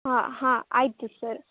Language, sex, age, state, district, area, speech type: Kannada, female, 18-30, Karnataka, Uttara Kannada, rural, conversation